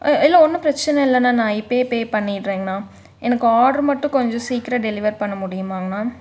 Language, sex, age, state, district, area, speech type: Tamil, female, 18-30, Tamil Nadu, Tiruppur, urban, spontaneous